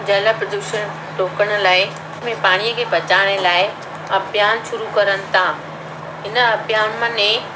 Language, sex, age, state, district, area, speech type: Sindhi, female, 30-45, Madhya Pradesh, Katni, rural, spontaneous